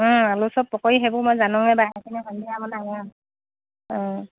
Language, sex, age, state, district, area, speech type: Assamese, female, 30-45, Assam, Dibrugarh, rural, conversation